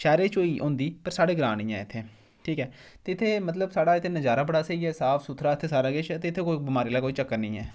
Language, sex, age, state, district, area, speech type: Dogri, male, 30-45, Jammu and Kashmir, Udhampur, rural, spontaneous